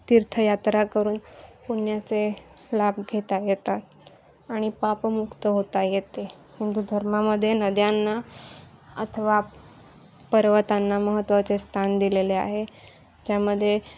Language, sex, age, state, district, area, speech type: Marathi, female, 18-30, Maharashtra, Ratnagiri, urban, spontaneous